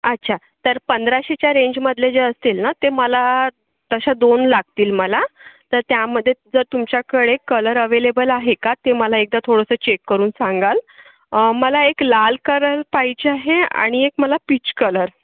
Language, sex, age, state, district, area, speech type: Marathi, female, 30-45, Maharashtra, Yavatmal, urban, conversation